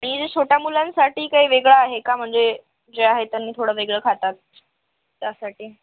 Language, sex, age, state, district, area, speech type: Marathi, female, 18-30, Maharashtra, Nanded, rural, conversation